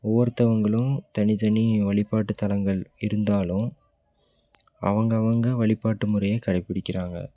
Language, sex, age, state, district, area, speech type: Tamil, male, 18-30, Tamil Nadu, Salem, rural, spontaneous